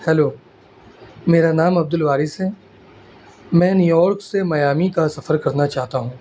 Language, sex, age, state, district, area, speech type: Urdu, male, 18-30, Delhi, North East Delhi, rural, spontaneous